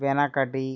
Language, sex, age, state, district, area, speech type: Telugu, male, 18-30, Andhra Pradesh, Srikakulam, urban, read